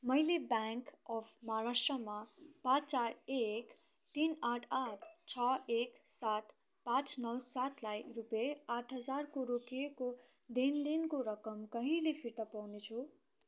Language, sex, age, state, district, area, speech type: Nepali, female, 18-30, West Bengal, Kalimpong, rural, read